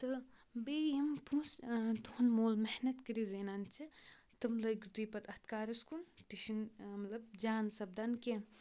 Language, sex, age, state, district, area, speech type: Kashmiri, female, 18-30, Jammu and Kashmir, Kupwara, rural, spontaneous